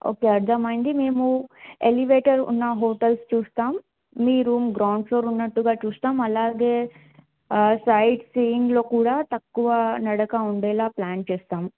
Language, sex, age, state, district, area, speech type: Telugu, female, 18-30, Telangana, Bhadradri Kothagudem, urban, conversation